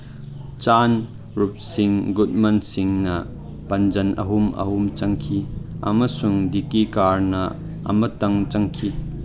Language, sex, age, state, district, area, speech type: Manipuri, male, 18-30, Manipur, Chandel, rural, read